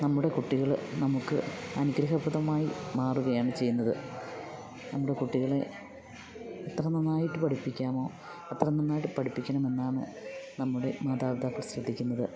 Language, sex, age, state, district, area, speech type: Malayalam, female, 45-60, Kerala, Idukki, rural, spontaneous